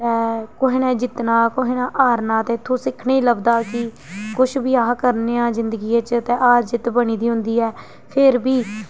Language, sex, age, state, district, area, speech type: Dogri, female, 18-30, Jammu and Kashmir, Reasi, rural, spontaneous